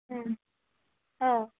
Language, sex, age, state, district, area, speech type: Bodo, female, 18-30, Assam, Kokrajhar, rural, conversation